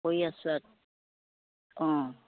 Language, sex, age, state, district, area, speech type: Assamese, female, 60+, Assam, Dhemaji, rural, conversation